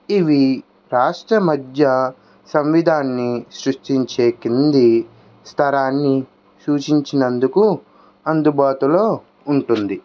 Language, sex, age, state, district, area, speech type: Telugu, male, 18-30, Andhra Pradesh, N T Rama Rao, urban, spontaneous